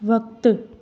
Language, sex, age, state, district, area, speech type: Sindhi, female, 18-30, Gujarat, Junagadh, urban, read